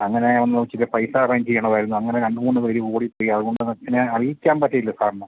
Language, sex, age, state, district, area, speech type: Malayalam, male, 45-60, Kerala, Kottayam, rural, conversation